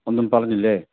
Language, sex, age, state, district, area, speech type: Malayalam, male, 60+, Kerala, Pathanamthitta, rural, conversation